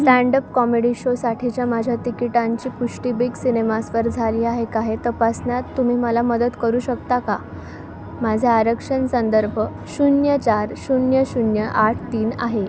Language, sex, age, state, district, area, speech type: Marathi, female, 18-30, Maharashtra, Nanded, rural, read